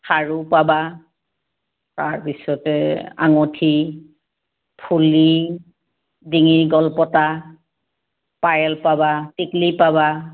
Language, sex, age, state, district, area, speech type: Assamese, female, 60+, Assam, Sivasagar, urban, conversation